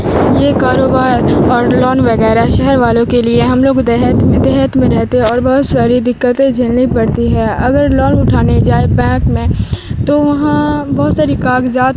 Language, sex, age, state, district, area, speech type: Urdu, female, 18-30, Bihar, Supaul, rural, spontaneous